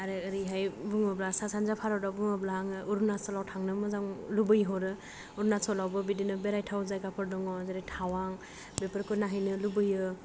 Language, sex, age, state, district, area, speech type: Bodo, female, 18-30, Assam, Kokrajhar, rural, spontaneous